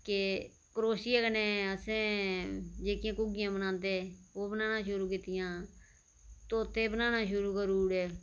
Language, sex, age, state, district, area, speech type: Dogri, female, 30-45, Jammu and Kashmir, Reasi, rural, spontaneous